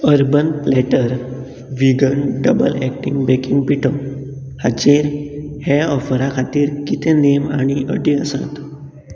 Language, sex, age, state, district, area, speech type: Goan Konkani, male, 18-30, Goa, Canacona, rural, read